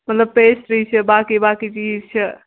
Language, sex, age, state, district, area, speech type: Kashmiri, male, 18-30, Jammu and Kashmir, Kulgam, rural, conversation